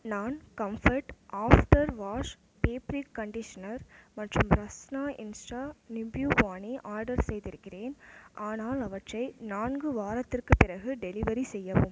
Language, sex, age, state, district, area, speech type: Tamil, female, 18-30, Tamil Nadu, Mayiladuthurai, urban, read